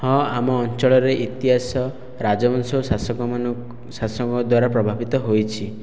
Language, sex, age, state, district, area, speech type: Odia, male, 18-30, Odisha, Khordha, rural, spontaneous